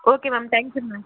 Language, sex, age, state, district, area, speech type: Tamil, female, 18-30, Tamil Nadu, Vellore, urban, conversation